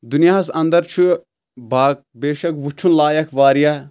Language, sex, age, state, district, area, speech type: Kashmiri, male, 18-30, Jammu and Kashmir, Anantnag, rural, spontaneous